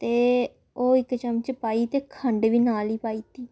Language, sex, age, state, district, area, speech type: Dogri, female, 18-30, Jammu and Kashmir, Samba, urban, spontaneous